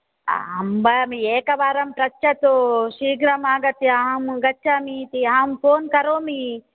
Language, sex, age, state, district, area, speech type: Sanskrit, female, 45-60, Karnataka, Dakshina Kannada, rural, conversation